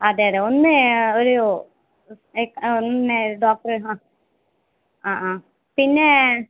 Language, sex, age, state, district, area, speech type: Malayalam, female, 30-45, Kerala, Kasaragod, rural, conversation